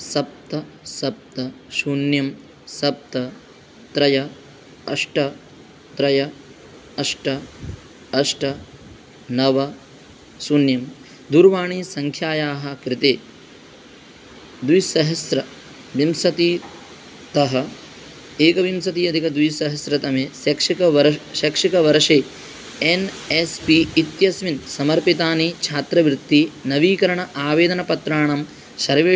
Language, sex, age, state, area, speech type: Sanskrit, male, 18-30, Rajasthan, rural, read